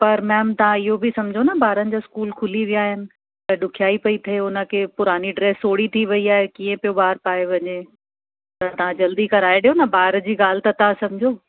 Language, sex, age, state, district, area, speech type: Sindhi, female, 30-45, Uttar Pradesh, Lucknow, urban, conversation